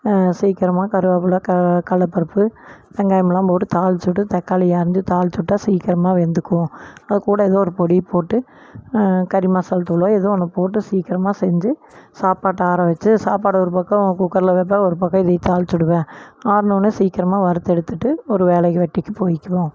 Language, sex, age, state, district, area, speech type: Tamil, female, 45-60, Tamil Nadu, Erode, rural, spontaneous